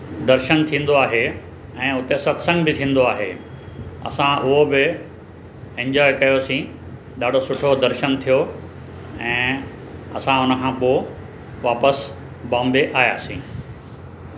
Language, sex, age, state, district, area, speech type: Sindhi, male, 60+, Maharashtra, Mumbai Suburban, urban, spontaneous